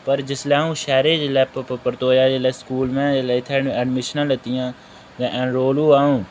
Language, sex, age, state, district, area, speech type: Dogri, male, 18-30, Jammu and Kashmir, Udhampur, rural, spontaneous